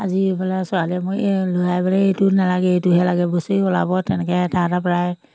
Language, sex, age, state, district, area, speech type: Assamese, female, 45-60, Assam, Majuli, urban, spontaneous